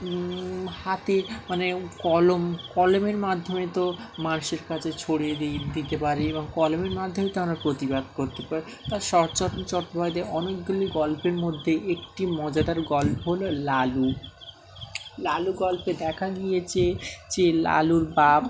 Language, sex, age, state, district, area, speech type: Bengali, male, 18-30, West Bengal, Dakshin Dinajpur, urban, spontaneous